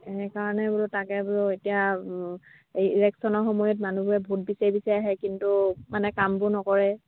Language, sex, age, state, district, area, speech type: Assamese, female, 30-45, Assam, Sivasagar, rural, conversation